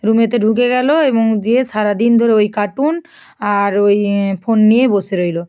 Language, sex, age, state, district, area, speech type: Bengali, female, 18-30, West Bengal, North 24 Parganas, rural, spontaneous